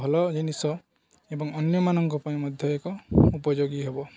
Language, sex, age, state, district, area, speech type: Odia, male, 18-30, Odisha, Balangir, urban, spontaneous